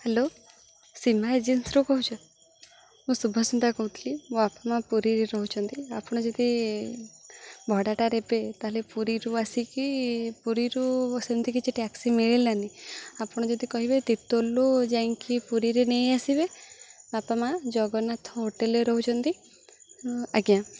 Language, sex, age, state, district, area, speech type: Odia, female, 18-30, Odisha, Jagatsinghpur, rural, spontaneous